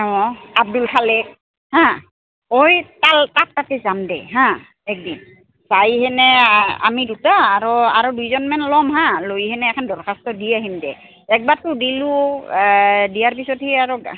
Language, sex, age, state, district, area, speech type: Assamese, female, 45-60, Assam, Goalpara, urban, conversation